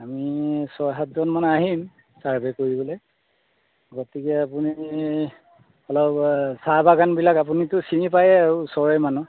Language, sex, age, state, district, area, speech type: Assamese, male, 45-60, Assam, Golaghat, urban, conversation